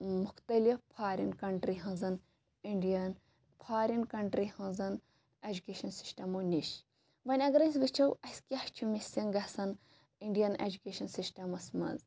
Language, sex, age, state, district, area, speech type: Kashmiri, female, 18-30, Jammu and Kashmir, Shopian, rural, spontaneous